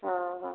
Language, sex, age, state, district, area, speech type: Odia, female, 45-60, Odisha, Gajapati, rural, conversation